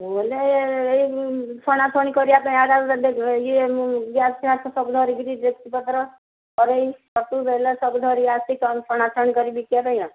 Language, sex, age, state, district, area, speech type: Odia, female, 60+, Odisha, Jharsuguda, rural, conversation